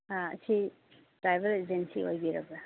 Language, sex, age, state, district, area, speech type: Manipuri, female, 45-60, Manipur, Chandel, rural, conversation